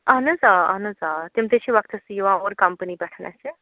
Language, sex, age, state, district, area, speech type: Kashmiri, female, 45-60, Jammu and Kashmir, Srinagar, urban, conversation